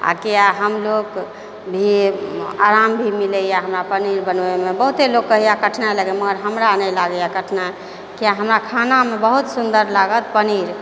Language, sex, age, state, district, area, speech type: Maithili, female, 45-60, Bihar, Purnia, rural, spontaneous